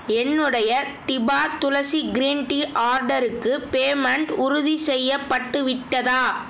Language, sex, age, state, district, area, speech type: Tamil, male, 18-30, Tamil Nadu, Tiruchirappalli, urban, read